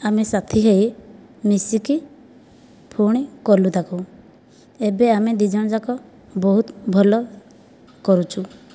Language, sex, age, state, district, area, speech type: Odia, female, 30-45, Odisha, Kandhamal, rural, spontaneous